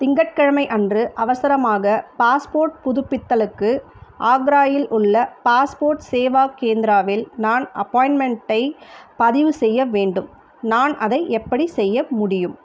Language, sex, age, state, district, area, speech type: Tamil, female, 30-45, Tamil Nadu, Ranipet, urban, read